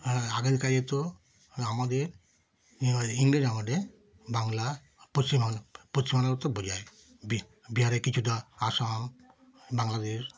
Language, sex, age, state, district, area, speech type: Bengali, male, 60+, West Bengal, Darjeeling, rural, spontaneous